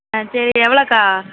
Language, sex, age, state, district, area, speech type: Tamil, female, 18-30, Tamil Nadu, Madurai, urban, conversation